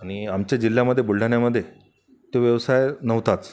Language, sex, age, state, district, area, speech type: Marathi, male, 45-60, Maharashtra, Buldhana, rural, spontaneous